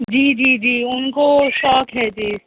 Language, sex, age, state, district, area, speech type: Urdu, female, 18-30, Delhi, Central Delhi, urban, conversation